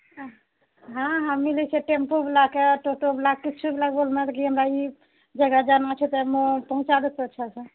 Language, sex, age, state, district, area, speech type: Maithili, female, 60+, Bihar, Purnia, urban, conversation